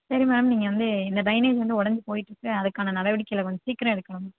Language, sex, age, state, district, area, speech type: Tamil, female, 18-30, Tamil Nadu, Sivaganga, rural, conversation